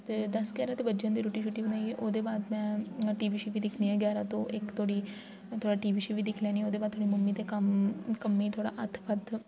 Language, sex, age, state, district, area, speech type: Dogri, female, 18-30, Jammu and Kashmir, Jammu, rural, spontaneous